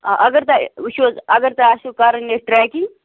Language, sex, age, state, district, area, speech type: Kashmiri, female, 18-30, Jammu and Kashmir, Bandipora, rural, conversation